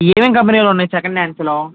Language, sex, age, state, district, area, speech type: Telugu, male, 18-30, Andhra Pradesh, Srikakulam, rural, conversation